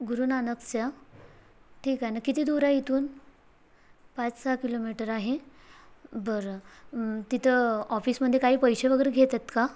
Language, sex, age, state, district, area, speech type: Marathi, female, 18-30, Maharashtra, Bhandara, rural, spontaneous